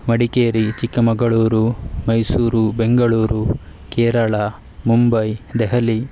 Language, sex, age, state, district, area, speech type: Kannada, male, 30-45, Karnataka, Udupi, rural, spontaneous